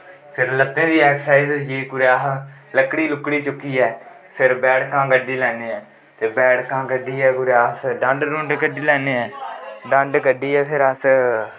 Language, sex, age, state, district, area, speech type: Dogri, male, 18-30, Jammu and Kashmir, Kathua, rural, spontaneous